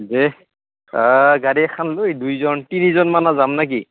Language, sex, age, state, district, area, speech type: Assamese, male, 30-45, Assam, Goalpara, urban, conversation